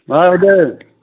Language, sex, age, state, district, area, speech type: Bodo, male, 60+, Assam, Chirang, rural, conversation